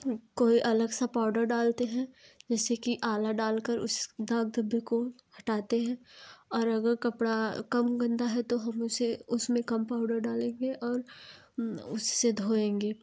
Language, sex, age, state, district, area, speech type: Hindi, female, 18-30, Uttar Pradesh, Jaunpur, urban, spontaneous